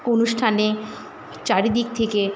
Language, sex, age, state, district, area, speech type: Bengali, female, 60+, West Bengal, Jhargram, rural, spontaneous